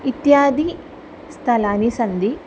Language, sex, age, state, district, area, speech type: Sanskrit, female, 18-30, Kerala, Thrissur, rural, spontaneous